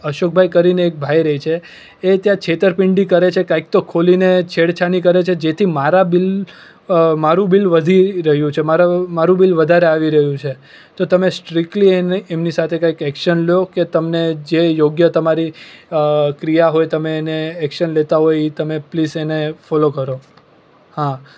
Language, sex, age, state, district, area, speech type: Gujarati, male, 18-30, Gujarat, Surat, urban, spontaneous